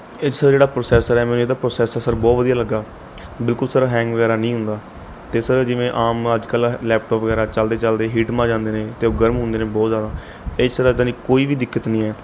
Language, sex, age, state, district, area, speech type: Punjabi, male, 18-30, Punjab, Mohali, rural, spontaneous